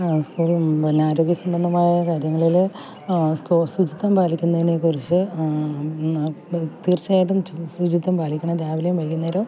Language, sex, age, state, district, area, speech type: Malayalam, female, 60+, Kerala, Alappuzha, rural, spontaneous